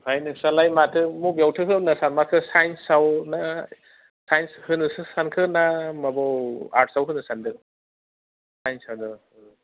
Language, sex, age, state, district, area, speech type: Bodo, male, 30-45, Assam, Udalguri, urban, conversation